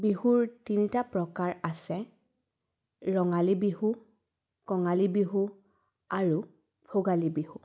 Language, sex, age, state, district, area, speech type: Assamese, female, 18-30, Assam, Udalguri, rural, spontaneous